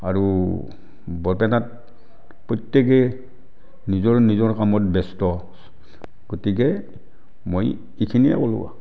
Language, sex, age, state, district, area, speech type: Assamese, male, 60+, Assam, Barpeta, rural, spontaneous